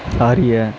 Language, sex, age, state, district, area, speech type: Tamil, male, 18-30, Tamil Nadu, Tiruvannamalai, urban, read